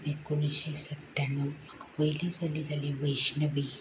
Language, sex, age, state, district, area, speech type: Goan Konkani, female, 60+, Goa, Canacona, rural, spontaneous